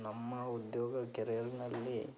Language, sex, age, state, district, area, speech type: Kannada, male, 18-30, Karnataka, Davanagere, urban, spontaneous